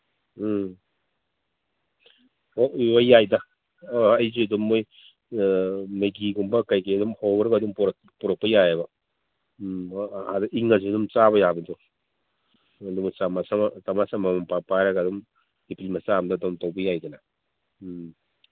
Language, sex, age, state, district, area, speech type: Manipuri, male, 45-60, Manipur, Imphal East, rural, conversation